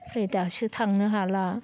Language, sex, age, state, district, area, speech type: Bodo, female, 60+, Assam, Baksa, urban, spontaneous